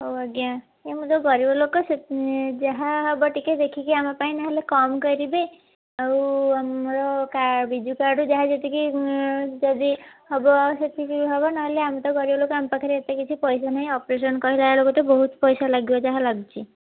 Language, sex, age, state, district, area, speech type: Odia, female, 18-30, Odisha, Kendujhar, urban, conversation